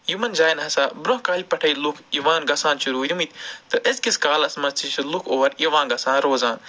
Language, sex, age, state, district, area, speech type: Kashmiri, male, 45-60, Jammu and Kashmir, Ganderbal, urban, spontaneous